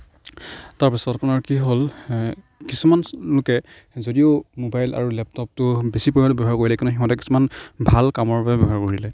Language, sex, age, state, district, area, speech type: Assamese, male, 45-60, Assam, Darrang, rural, spontaneous